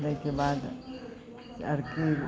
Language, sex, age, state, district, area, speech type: Maithili, female, 45-60, Bihar, Muzaffarpur, rural, spontaneous